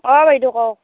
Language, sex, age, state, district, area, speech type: Assamese, female, 18-30, Assam, Barpeta, rural, conversation